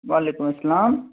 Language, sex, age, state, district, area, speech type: Kashmiri, male, 45-60, Jammu and Kashmir, Srinagar, urban, conversation